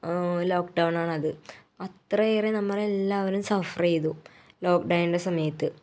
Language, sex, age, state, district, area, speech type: Malayalam, female, 18-30, Kerala, Ernakulam, rural, spontaneous